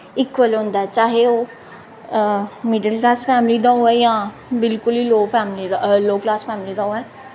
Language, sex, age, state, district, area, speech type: Dogri, female, 18-30, Jammu and Kashmir, Jammu, urban, spontaneous